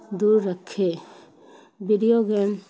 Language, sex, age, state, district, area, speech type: Urdu, female, 45-60, Bihar, Khagaria, rural, spontaneous